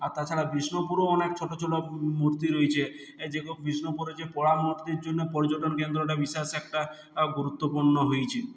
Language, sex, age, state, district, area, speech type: Bengali, male, 60+, West Bengal, Purulia, rural, spontaneous